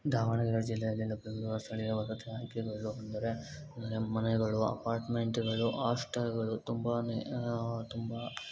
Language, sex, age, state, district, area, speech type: Kannada, male, 18-30, Karnataka, Davanagere, urban, spontaneous